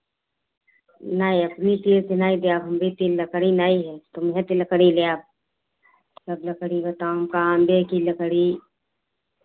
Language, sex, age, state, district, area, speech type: Hindi, female, 60+, Uttar Pradesh, Hardoi, rural, conversation